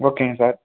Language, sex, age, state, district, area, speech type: Tamil, male, 18-30, Tamil Nadu, Sivaganga, rural, conversation